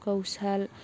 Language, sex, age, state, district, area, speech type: Manipuri, female, 45-60, Manipur, Churachandpur, urban, read